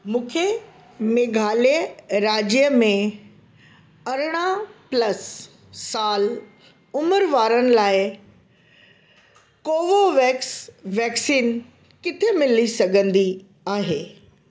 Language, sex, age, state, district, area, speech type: Sindhi, female, 60+, Delhi, South Delhi, urban, read